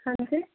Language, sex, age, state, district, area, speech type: Punjabi, female, 30-45, Punjab, Mohali, urban, conversation